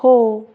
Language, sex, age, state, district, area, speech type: Marathi, female, 18-30, Maharashtra, Amravati, urban, spontaneous